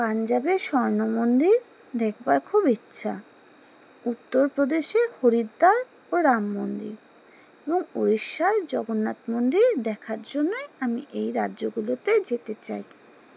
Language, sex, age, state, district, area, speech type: Bengali, female, 30-45, West Bengal, Alipurduar, rural, spontaneous